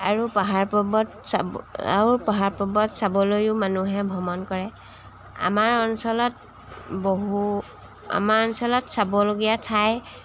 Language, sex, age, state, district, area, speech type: Assamese, female, 45-60, Assam, Jorhat, urban, spontaneous